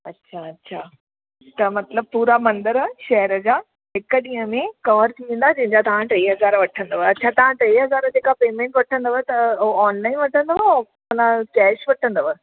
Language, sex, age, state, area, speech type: Sindhi, female, 30-45, Chhattisgarh, urban, conversation